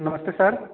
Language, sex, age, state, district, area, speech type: Hindi, male, 18-30, Uttar Pradesh, Azamgarh, rural, conversation